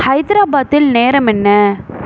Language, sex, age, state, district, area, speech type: Tamil, female, 18-30, Tamil Nadu, Mayiladuthurai, urban, read